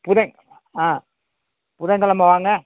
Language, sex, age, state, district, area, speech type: Tamil, male, 60+, Tamil Nadu, Coimbatore, rural, conversation